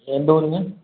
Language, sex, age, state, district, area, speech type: Tamil, male, 18-30, Tamil Nadu, Erode, rural, conversation